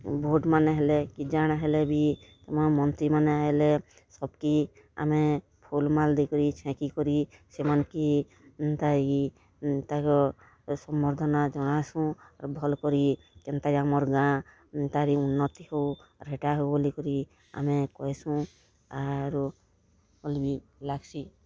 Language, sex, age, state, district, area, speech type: Odia, female, 45-60, Odisha, Kalahandi, rural, spontaneous